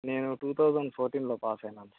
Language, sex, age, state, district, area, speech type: Telugu, male, 30-45, Andhra Pradesh, Anantapur, urban, conversation